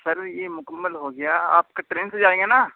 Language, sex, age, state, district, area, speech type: Urdu, male, 18-30, Uttar Pradesh, Saharanpur, urban, conversation